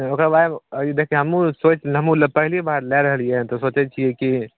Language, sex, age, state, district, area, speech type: Maithili, male, 18-30, Bihar, Begusarai, rural, conversation